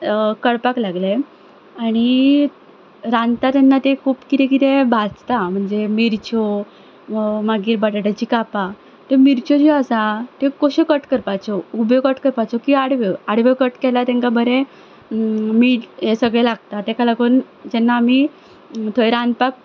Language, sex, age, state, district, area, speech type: Goan Konkani, female, 18-30, Goa, Ponda, rural, spontaneous